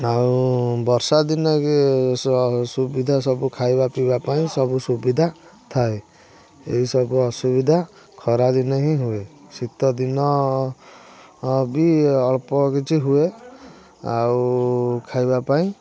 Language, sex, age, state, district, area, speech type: Odia, male, 18-30, Odisha, Kendujhar, urban, spontaneous